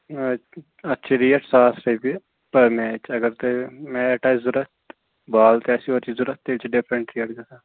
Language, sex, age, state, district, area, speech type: Kashmiri, male, 30-45, Jammu and Kashmir, Ganderbal, rural, conversation